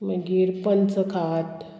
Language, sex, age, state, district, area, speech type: Goan Konkani, female, 45-60, Goa, Murmgao, urban, spontaneous